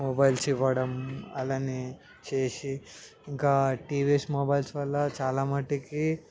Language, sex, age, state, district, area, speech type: Telugu, male, 18-30, Telangana, Ranga Reddy, urban, spontaneous